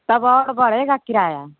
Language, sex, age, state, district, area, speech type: Hindi, female, 60+, Uttar Pradesh, Mau, rural, conversation